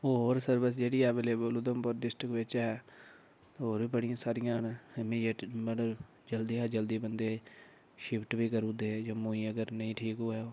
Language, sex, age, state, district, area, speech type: Dogri, male, 30-45, Jammu and Kashmir, Udhampur, rural, spontaneous